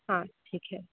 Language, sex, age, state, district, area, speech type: Hindi, female, 30-45, Uttar Pradesh, Sonbhadra, rural, conversation